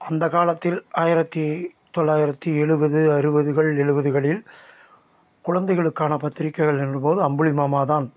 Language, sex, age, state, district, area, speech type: Tamil, male, 60+, Tamil Nadu, Salem, urban, spontaneous